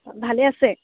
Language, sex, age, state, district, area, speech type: Assamese, female, 18-30, Assam, Charaideo, urban, conversation